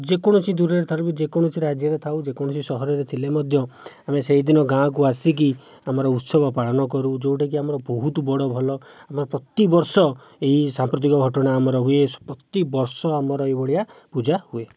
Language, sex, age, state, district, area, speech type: Odia, male, 45-60, Odisha, Jajpur, rural, spontaneous